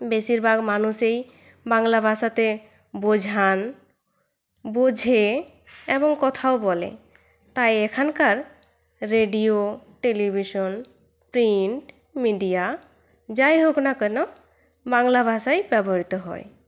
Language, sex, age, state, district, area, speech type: Bengali, female, 18-30, West Bengal, Purulia, rural, spontaneous